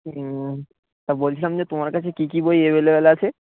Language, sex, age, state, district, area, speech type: Bengali, male, 18-30, West Bengal, Uttar Dinajpur, urban, conversation